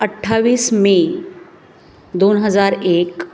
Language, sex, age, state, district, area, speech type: Marathi, female, 30-45, Maharashtra, Thane, urban, spontaneous